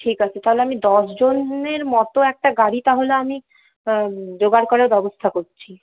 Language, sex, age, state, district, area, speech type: Bengali, female, 18-30, West Bengal, Purulia, urban, conversation